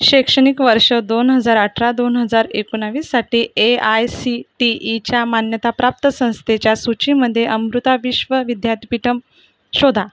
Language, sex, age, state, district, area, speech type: Marathi, female, 30-45, Maharashtra, Buldhana, urban, read